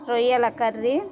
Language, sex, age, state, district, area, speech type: Telugu, female, 30-45, Andhra Pradesh, Bapatla, rural, spontaneous